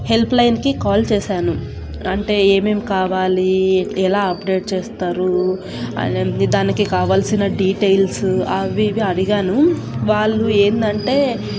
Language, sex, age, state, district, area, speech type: Telugu, female, 18-30, Telangana, Nalgonda, urban, spontaneous